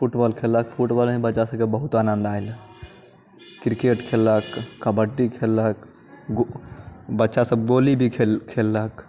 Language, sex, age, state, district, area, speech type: Maithili, male, 30-45, Bihar, Muzaffarpur, rural, spontaneous